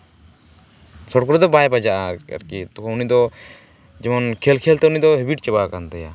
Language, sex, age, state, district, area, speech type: Santali, male, 18-30, West Bengal, Jhargram, rural, spontaneous